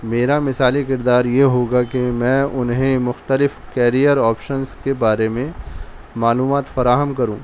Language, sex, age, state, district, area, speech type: Urdu, male, 30-45, Delhi, East Delhi, urban, spontaneous